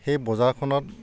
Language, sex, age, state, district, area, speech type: Assamese, male, 45-60, Assam, Udalguri, rural, spontaneous